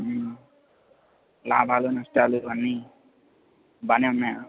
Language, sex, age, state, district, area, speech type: Telugu, male, 30-45, Andhra Pradesh, N T Rama Rao, urban, conversation